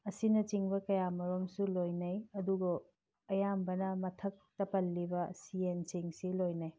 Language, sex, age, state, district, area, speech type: Manipuri, female, 45-60, Manipur, Tengnoupal, rural, spontaneous